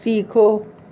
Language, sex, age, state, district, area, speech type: Urdu, female, 30-45, Delhi, Central Delhi, urban, read